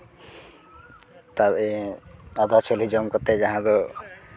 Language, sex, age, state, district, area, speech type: Santali, male, 18-30, West Bengal, Uttar Dinajpur, rural, spontaneous